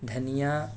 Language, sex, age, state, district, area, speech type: Urdu, male, 18-30, Delhi, East Delhi, urban, spontaneous